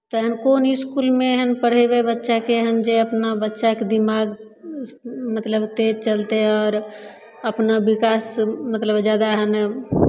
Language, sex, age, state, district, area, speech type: Maithili, female, 30-45, Bihar, Begusarai, rural, spontaneous